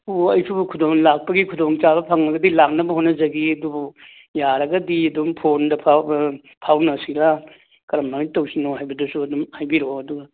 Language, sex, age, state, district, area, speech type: Manipuri, male, 60+, Manipur, Churachandpur, urban, conversation